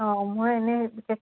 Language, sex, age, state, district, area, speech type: Assamese, female, 45-60, Assam, Dibrugarh, urban, conversation